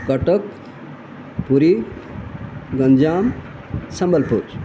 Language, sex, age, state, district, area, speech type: Sanskrit, male, 60+, Odisha, Balasore, urban, spontaneous